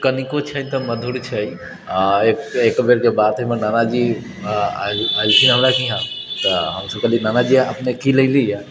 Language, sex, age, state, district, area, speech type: Maithili, male, 30-45, Bihar, Sitamarhi, urban, spontaneous